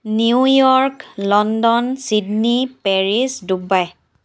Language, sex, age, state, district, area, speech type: Assamese, female, 30-45, Assam, Charaideo, urban, spontaneous